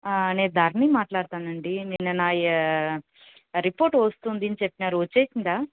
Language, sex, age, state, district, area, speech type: Telugu, female, 30-45, Andhra Pradesh, Annamaya, urban, conversation